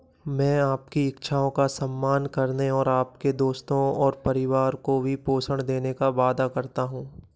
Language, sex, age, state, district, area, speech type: Hindi, male, 18-30, Madhya Pradesh, Gwalior, urban, read